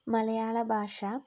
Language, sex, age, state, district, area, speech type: Malayalam, female, 18-30, Kerala, Wayanad, rural, spontaneous